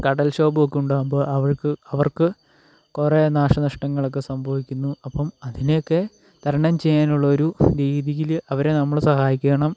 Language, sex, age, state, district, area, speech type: Malayalam, male, 18-30, Kerala, Kottayam, rural, spontaneous